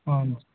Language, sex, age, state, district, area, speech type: Kannada, male, 18-30, Karnataka, Chitradurga, rural, conversation